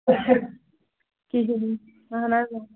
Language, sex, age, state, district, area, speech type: Kashmiri, female, 18-30, Jammu and Kashmir, Pulwama, rural, conversation